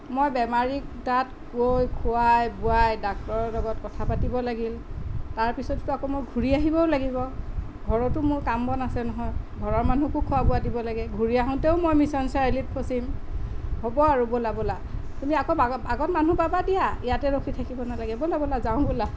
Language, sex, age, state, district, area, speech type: Assamese, female, 45-60, Assam, Sonitpur, urban, spontaneous